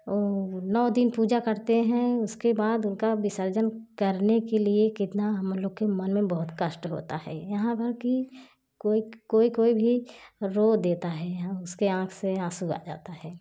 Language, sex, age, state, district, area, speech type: Hindi, female, 45-60, Uttar Pradesh, Jaunpur, rural, spontaneous